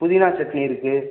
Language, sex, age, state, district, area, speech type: Tamil, male, 18-30, Tamil Nadu, Ariyalur, rural, conversation